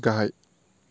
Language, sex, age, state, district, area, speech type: Bodo, male, 18-30, Assam, Baksa, rural, read